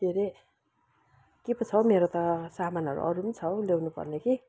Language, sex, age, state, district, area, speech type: Nepali, female, 60+, West Bengal, Kalimpong, rural, spontaneous